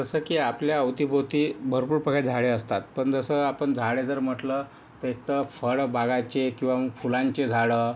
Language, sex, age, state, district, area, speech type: Marathi, male, 18-30, Maharashtra, Yavatmal, rural, spontaneous